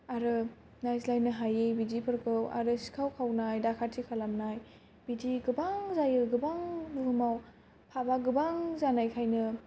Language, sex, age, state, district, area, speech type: Bodo, female, 18-30, Assam, Kokrajhar, urban, spontaneous